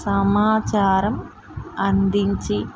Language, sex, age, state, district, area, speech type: Telugu, female, 30-45, Telangana, Mulugu, rural, spontaneous